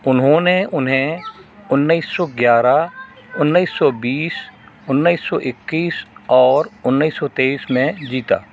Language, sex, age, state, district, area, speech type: Hindi, male, 60+, Madhya Pradesh, Narsinghpur, rural, read